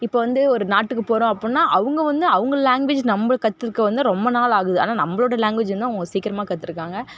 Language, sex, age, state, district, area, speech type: Tamil, female, 18-30, Tamil Nadu, Kallakurichi, rural, spontaneous